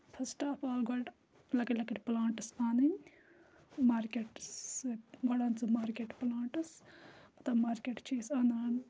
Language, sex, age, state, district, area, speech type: Kashmiri, female, 18-30, Jammu and Kashmir, Kupwara, rural, spontaneous